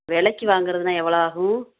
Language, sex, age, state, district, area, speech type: Tamil, female, 45-60, Tamil Nadu, Madurai, urban, conversation